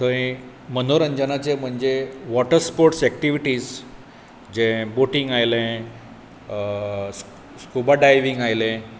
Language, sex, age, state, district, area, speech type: Goan Konkani, male, 45-60, Goa, Bardez, rural, spontaneous